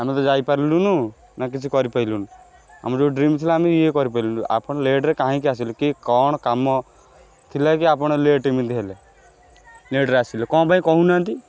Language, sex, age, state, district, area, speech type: Odia, male, 18-30, Odisha, Kendrapara, urban, spontaneous